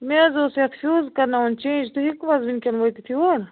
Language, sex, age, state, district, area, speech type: Kashmiri, female, 45-60, Jammu and Kashmir, Baramulla, rural, conversation